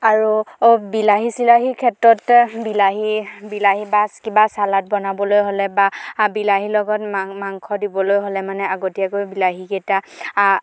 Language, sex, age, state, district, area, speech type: Assamese, female, 18-30, Assam, Dhemaji, rural, spontaneous